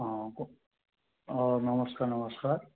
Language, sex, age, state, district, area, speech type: Assamese, male, 30-45, Assam, Sonitpur, rural, conversation